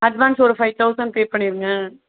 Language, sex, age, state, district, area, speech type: Tamil, female, 30-45, Tamil Nadu, Madurai, rural, conversation